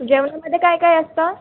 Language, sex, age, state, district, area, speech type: Marathi, female, 18-30, Maharashtra, Nagpur, rural, conversation